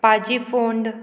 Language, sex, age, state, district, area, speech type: Goan Konkani, female, 18-30, Goa, Murmgao, rural, spontaneous